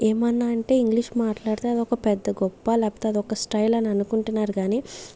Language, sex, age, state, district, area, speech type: Telugu, female, 45-60, Andhra Pradesh, Kakinada, rural, spontaneous